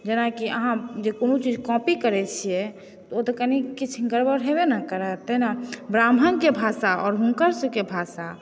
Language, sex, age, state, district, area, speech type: Maithili, female, 18-30, Bihar, Supaul, rural, spontaneous